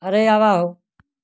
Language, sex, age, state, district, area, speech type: Hindi, male, 60+, Uttar Pradesh, Ghazipur, rural, spontaneous